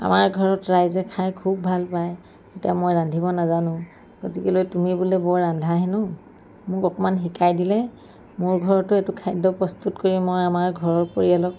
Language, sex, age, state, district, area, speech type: Assamese, female, 45-60, Assam, Lakhimpur, rural, spontaneous